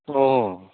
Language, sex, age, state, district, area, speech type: Assamese, male, 45-60, Assam, Sivasagar, rural, conversation